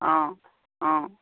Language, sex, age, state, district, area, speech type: Assamese, female, 60+, Assam, Sivasagar, rural, conversation